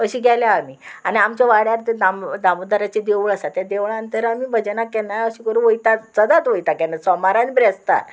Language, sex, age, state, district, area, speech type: Goan Konkani, female, 45-60, Goa, Murmgao, rural, spontaneous